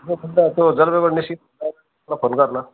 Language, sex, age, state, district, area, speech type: Nepali, male, 30-45, West Bengal, Kalimpong, rural, conversation